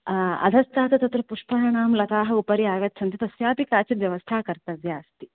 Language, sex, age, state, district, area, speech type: Sanskrit, female, 18-30, Karnataka, Dakshina Kannada, urban, conversation